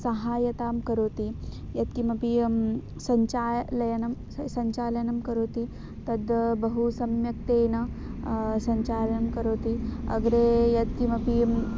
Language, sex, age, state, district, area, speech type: Sanskrit, female, 18-30, Maharashtra, Wardha, urban, spontaneous